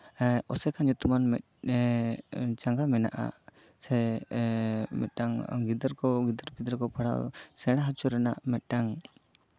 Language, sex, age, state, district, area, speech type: Santali, male, 18-30, West Bengal, Bankura, rural, spontaneous